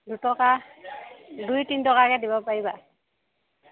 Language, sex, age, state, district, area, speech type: Assamese, female, 60+, Assam, Morigaon, rural, conversation